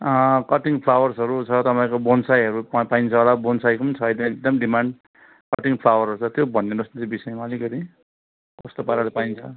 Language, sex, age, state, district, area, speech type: Nepali, male, 60+, West Bengal, Kalimpong, rural, conversation